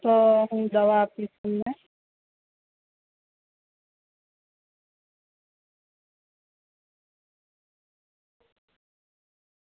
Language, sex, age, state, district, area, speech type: Gujarati, female, 18-30, Gujarat, Valsad, rural, conversation